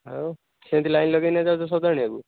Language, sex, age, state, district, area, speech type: Odia, male, 18-30, Odisha, Jagatsinghpur, rural, conversation